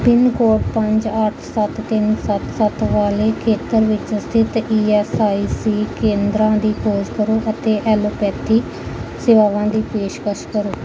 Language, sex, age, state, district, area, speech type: Punjabi, female, 30-45, Punjab, Gurdaspur, urban, read